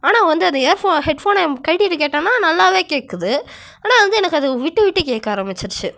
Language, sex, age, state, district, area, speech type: Tamil, female, 30-45, Tamil Nadu, Cuddalore, rural, spontaneous